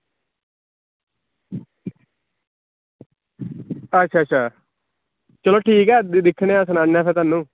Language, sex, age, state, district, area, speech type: Dogri, male, 18-30, Jammu and Kashmir, Samba, urban, conversation